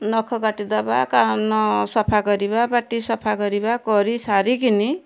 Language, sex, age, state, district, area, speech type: Odia, female, 60+, Odisha, Kendujhar, urban, spontaneous